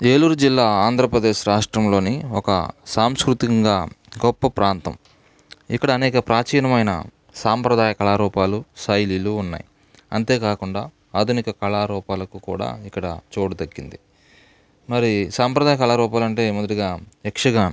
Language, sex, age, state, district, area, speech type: Telugu, male, 45-60, Andhra Pradesh, Eluru, rural, spontaneous